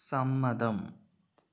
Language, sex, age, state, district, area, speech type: Malayalam, male, 30-45, Kerala, Palakkad, rural, read